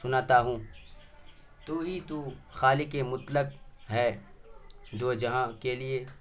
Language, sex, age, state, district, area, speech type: Urdu, male, 18-30, Bihar, Purnia, rural, spontaneous